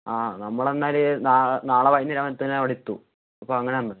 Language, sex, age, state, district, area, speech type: Malayalam, male, 18-30, Kerala, Wayanad, rural, conversation